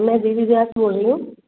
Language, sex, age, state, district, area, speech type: Hindi, female, 30-45, Madhya Pradesh, Gwalior, rural, conversation